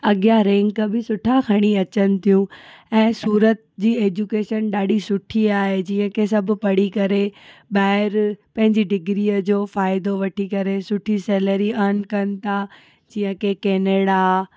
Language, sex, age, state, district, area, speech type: Sindhi, female, 18-30, Gujarat, Surat, urban, spontaneous